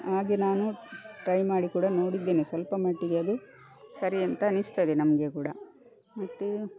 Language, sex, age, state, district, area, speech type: Kannada, female, 45-60, Karnataka, Dakshina Kannada, rural, spontaneous